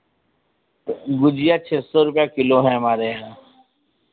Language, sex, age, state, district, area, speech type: Hindi, male, 60+, Uttar Pradesh, Sitapur, rural, conversation